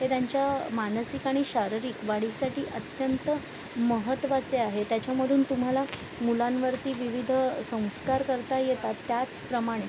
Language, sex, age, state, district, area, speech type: Marathi, female, 45-60, Maharashtra, Thane, urban, spontaneous